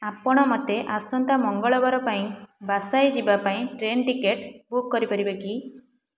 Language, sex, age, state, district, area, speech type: Odia, female, 18-30, Odisha, Puri, urban, read